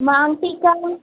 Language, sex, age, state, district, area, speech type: Hindi, female, 18-30, Uttar Pradesh, Azamgarh, rural, conversation